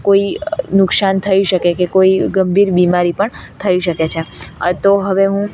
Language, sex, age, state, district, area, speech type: Gujarati, female, 18-30, Gujarat, Narmada, urban, spontaneous